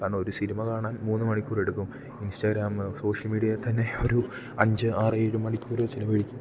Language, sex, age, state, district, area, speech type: Malayalam, male, 18-30, Kerala, Idukki, rural, spontaneous